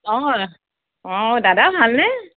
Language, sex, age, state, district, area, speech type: Assamese, female, 30-45, Assam, Sonitpur, urban, conversation